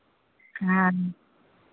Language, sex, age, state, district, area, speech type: Hindi, female, 60+, Uttar Pradesh, Sitapur, rural, conversation